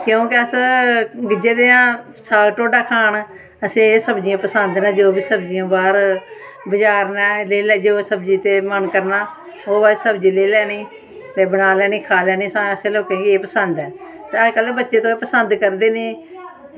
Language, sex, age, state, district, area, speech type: Dogri, female, 45-60, Jammu and Kashmir, Samba, urban, spontaneous